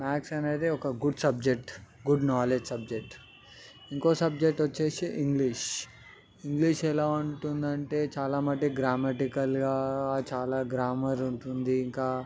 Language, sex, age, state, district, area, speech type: Telugu, male, 18-30, Telangana, Ranga Reddy, urban, spontaneous